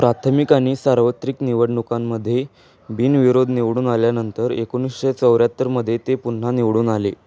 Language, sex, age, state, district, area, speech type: Marathi, male, 18-30, Maharashtra, Sangli, urban, read